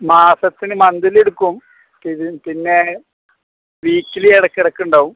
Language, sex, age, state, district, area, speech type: Malayalam, male, 18-30, Kerala, Malappuram, urban, conversation